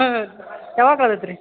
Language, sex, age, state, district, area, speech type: Kannada, male, 30-45, Karnataka, Belgaum, urban, conversation